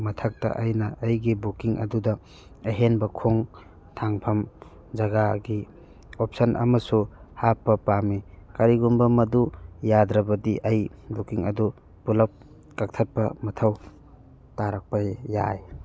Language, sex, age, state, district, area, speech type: Manipuri, male, 30-45, Manipur, Churachandpur, rural, read